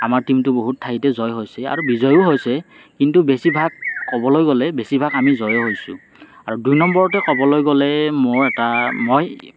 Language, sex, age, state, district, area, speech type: Assamese, male, 30-45, Assam, Morigaon, urban, spontaneous